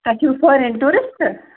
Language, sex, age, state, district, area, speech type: Kashmiri, female, 45-60, Jammu and Kashmir, Ganderbal, rural, conversation